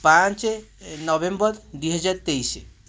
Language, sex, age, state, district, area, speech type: Odia, male, 30-45, Odisha, Cuttack, urban, spontaneous